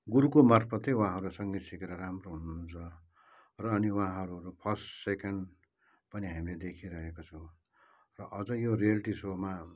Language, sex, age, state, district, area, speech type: Nepali, male, 60+, West Bengal, Kalimpong, rural, spontaneous